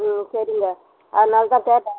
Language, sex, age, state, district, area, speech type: Tamil, female, 60+, Tamil Nadu, Vellore, urban, conversation